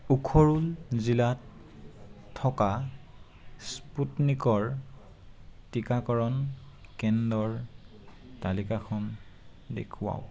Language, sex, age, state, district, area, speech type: Assamese, male, 18-30, Assam, Tinsukia, urban, read